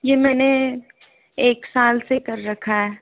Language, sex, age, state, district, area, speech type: Hindi, female, 18-30, Rajasthan, Jaipur, rural, conversation